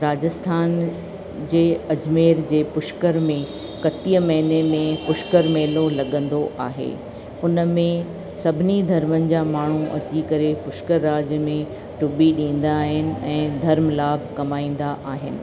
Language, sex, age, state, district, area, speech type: Sindhi, female, 45-60, Rajasthan, Ajmer, urban, spontaneous